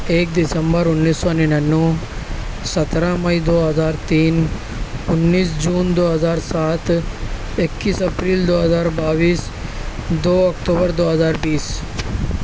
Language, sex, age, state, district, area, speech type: Urdu, male, 18-30, Maharashtra, Nashik, urban, spontaneous